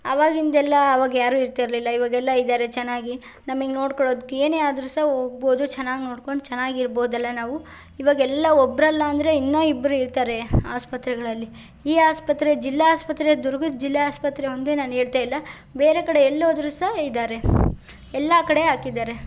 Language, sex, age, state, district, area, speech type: Kannada, female, 18-30, Karnataka, Chitradurga, rural, spontaneous